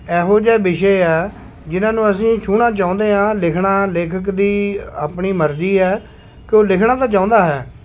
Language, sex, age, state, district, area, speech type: Punjabi, male, 45-60, Punjab, Shaheed Bhagat Singh Nagar, rural, spontaneous